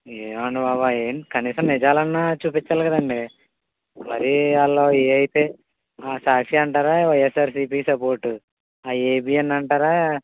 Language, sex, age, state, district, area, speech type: Telugu, male, 30-45, Andhra Pradesh, Kakinada, rural, conversation